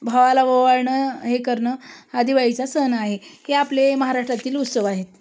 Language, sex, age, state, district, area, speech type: Marathi, female, 30-45, Maharashtra, Osmanabad, rural, spontaneous